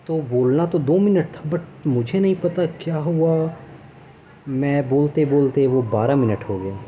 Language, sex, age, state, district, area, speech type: Urdu, male, 30-45, Delhi, South Delhi, rural, spontaneous